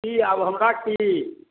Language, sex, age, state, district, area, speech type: Maithili, male, 45-60, Bihar, Darbhanga, rural, conversation